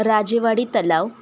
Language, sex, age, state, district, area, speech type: Marathi, female, 18-30, Maharashtra, Satara, rural, spontaneous